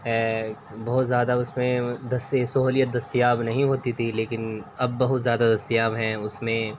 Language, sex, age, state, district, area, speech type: Urdu, male, 18-30, Uttar Pradesh, Siddharthnagar, rural, spontaneous